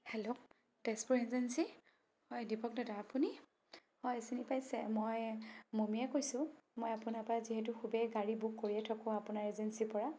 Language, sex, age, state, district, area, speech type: Assamese, female, 30-45, Assam, Sonitpur, rural, spontaneous